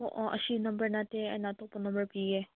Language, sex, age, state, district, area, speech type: Manipuri, female, 30-45, Manipur, Senapati, urban, conversation